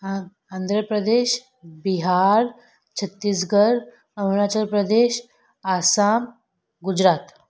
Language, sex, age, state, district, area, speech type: Sindhi, female, 18-30, Gujarat, Surat, urban, spontaneous